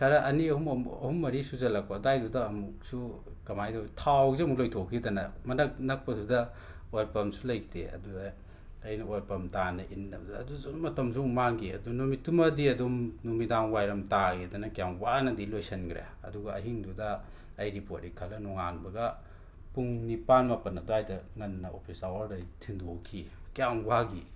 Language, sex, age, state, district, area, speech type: Manipuri, male, 60+, Manipur, Imphal West, urban, spontaneous